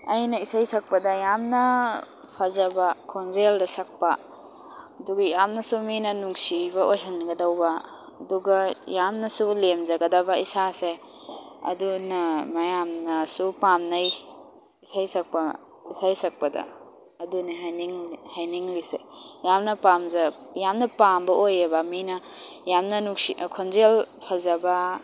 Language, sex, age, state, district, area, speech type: Manipuri, female, 18-30, Manipur, Kakching, rural, spontaneous